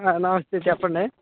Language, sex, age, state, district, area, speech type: Telugu, male, 18-30, Telangana, Khammam, rural, conversation